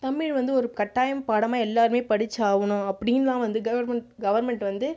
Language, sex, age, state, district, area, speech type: Tamil, female, 30-45, Tamil Nadu, Viluppuram, rural, spontaneous